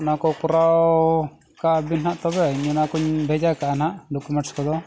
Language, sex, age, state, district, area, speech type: Santali, male, 45-60, Odisha, Mayurbhanj, rural, spontaneous